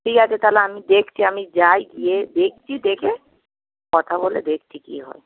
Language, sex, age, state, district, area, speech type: Bengali, female, 45-60, West Bengal, Hooghly, rural, conversation